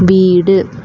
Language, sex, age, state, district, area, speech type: Tamil, female, 18-30, Tamil Nadu, Chennai, urban, read